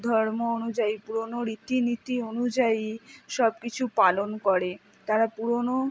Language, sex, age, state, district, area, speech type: Bengali, female, 60+, West Bengal, Purba Bardhaman, rural, spontaneous